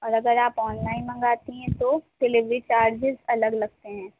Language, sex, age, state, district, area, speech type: Urdu, female, 18-30, Delhi, North East Delhi, urban, conversation